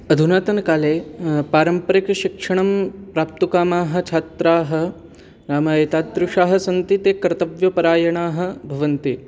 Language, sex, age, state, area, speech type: Sanskrit, male, 18-30, Haryana, urban, spontaneous